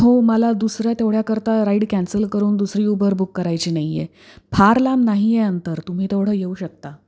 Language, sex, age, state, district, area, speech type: Marathi, female, 30-45, Maharashtra, Pune, urban, spontaneous